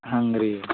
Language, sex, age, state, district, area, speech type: Kannada, male, 18-30, Karnataka, Bidar, urban, conversation